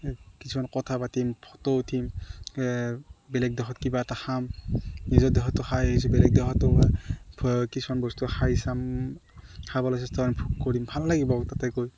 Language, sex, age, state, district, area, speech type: Assamese, male, 30-45, Assam, Morigaon, rural, spontaneous